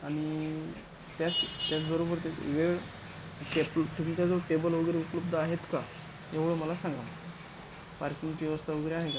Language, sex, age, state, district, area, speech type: Marathi, male, 45-60, Maharashtra, Akola, rural, spontaneous